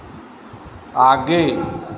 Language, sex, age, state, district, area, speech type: Hindi, male, 45-60, Uttar Pradesh, Azamgarh, rural, read